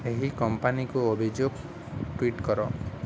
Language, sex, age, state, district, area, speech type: Odia, male, 30-45, Odisha, Balangir, urban, read